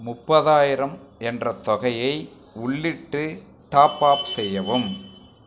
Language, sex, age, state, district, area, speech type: Tamil, male, 45-60, Tamil Nadu, Krishnagiri, rural, read